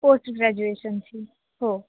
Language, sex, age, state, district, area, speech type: Marathi, female, 45-60, Maharashtra, Nagpur, urban, conversation